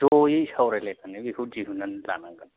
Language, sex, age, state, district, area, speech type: Bodo, male, 30-45, Assam, Chirang, urban, conversation